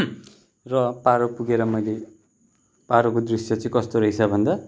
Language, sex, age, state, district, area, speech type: Nepali, male, 30-45, West Bengal, Kalimpong, rural, spontaneous